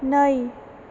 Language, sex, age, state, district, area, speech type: Bodo, female, 18-30, Assam, Chirang, rural, read